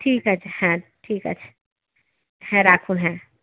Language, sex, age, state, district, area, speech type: Bengali, female, 45-60, West Bengal, Jalpaiguri, rural, conversation